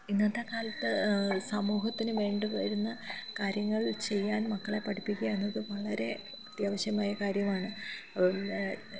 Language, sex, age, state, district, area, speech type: Malayalam, female, 30-45, Kerala, Thiruvananthapuram, urban, spontaneous